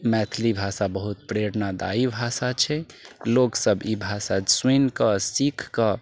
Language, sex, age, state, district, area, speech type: Maithili, male, 45-60, Bihar, Sitamarhi, urban, spontaneous